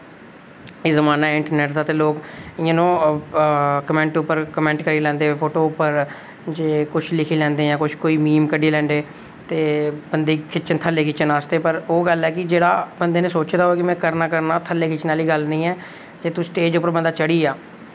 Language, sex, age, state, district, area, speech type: Dogri, male, 18-30, Jammu and Kashmir, Reasi, rural, spontaneous